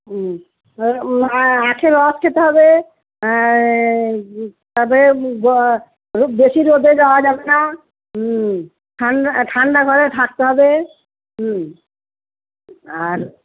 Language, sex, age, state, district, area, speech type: Bengali, female, 45-60, West Bengal, Purba Bardhaman, urban, conversation